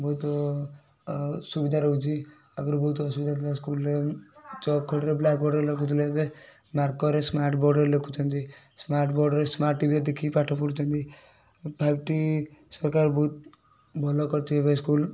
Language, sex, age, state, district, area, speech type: Odia, male, 30-45, Odisha, Kendujhar, urban, spontaneous